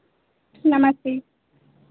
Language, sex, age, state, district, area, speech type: Hindi, female, 30-45, Uttar Pradesh, Lucknow, rural, conversation